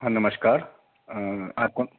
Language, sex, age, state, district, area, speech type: Hindi, male, 45-60, Madhya Pradesh, Gwalior, urban, conversation